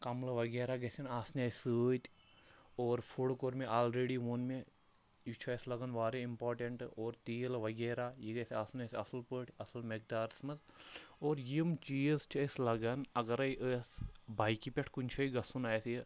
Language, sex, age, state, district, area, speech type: Kashmiri, male, 30-45, Jammu and Kashmir, Shopian, rural, spontaneous